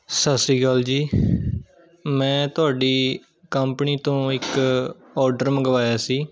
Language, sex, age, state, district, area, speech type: Punjabi, male, 18-30, Punjab, Shaheed Bhagat Singh Nagar, urban, spontaneous